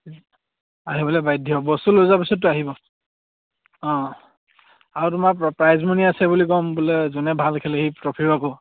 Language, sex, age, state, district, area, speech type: Assamese, male, 18-30, Assam, Charaideo, rural, conversation